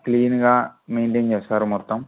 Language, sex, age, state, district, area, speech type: Telugu, male, 18-30, Andhra Pradesh, Anantapur, urban, conversation